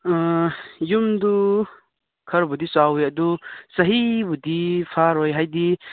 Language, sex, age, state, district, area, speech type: Manipuri, male, 18-30, Manipur, Churachandpur, rural, conversation